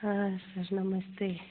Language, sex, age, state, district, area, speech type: Hindi, female, 30-45, Uttar Pradesh, Chandauli, urban, conversation